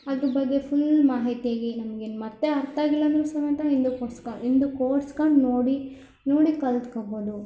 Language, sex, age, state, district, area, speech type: Kannada, female, 18-30, Karnataka, Chitradurga, rural, spontaneous